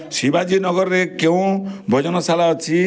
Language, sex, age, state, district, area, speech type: Odia, male, 45-60, Odisha, Bargarh, urban, read